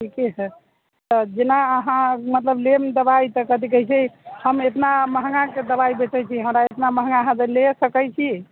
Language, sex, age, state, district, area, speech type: Maithili, female, 30-45, Bihar, Muzaffarpur, rural, conversation